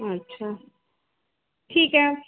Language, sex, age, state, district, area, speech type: Marathi, female, 45-60, Maharashtra, Nagpur, urban, conversation